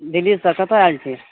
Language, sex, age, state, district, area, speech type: Maithili, male, 18-30, Bihar, Supaul, rural, conversation